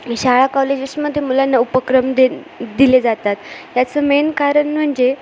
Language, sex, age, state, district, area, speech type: Marathi, female, 18-30, Maharashtra, Ahmednagar, urban, spontaneous